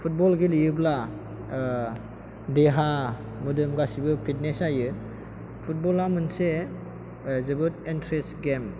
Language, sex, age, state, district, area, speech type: Bodo, male, 18-30, Assam, Chirang, urban, spontaneous